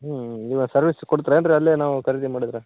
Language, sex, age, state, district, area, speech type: Kannada, male, 45-60, Karnataka, Raichur, rural, conversation